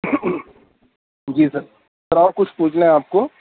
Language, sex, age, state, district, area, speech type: Urdu, male, 30-45, Maharashtra, Nashik, urban, conversation